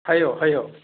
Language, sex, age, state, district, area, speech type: Manipuri, male, 60+, Manipur, Churachandpur, urban, conversation